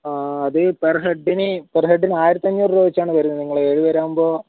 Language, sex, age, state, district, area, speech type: Malayalam, male, 18-30, Kerala, Wayanad, rural, conversation